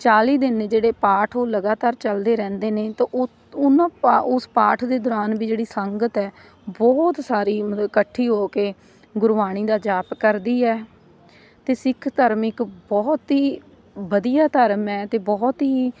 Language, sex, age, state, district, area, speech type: Punjabi, female, 30-45, Punjab, Patiala, urban, spontaneous